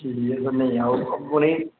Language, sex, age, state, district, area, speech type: Dogri, male, 30-45, Jammu and Kashmir, Udhampur, rural, conversation